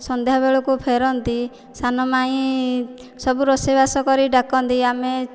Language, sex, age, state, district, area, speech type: Odia, female, 18-30, Odisha, Dhenkanal, rural, spontaneous